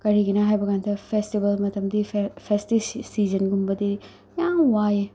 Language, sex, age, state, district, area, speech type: Manipuri, female, 30-45, Manipur, Tengnoupal, rural, spontaneous